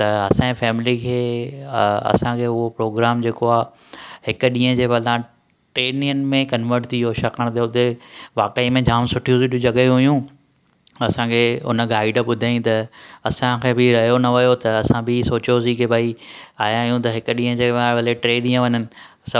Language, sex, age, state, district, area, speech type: Sindhi, male, 30-45, Maharashtra, Thane, urban, spontaneous